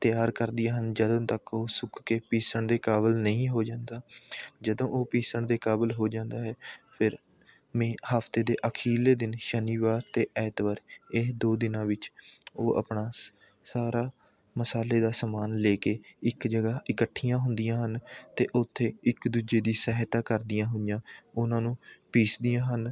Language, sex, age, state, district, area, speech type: Punjabi, male, 18-30, Punjab, Mohali, rural, spontaneous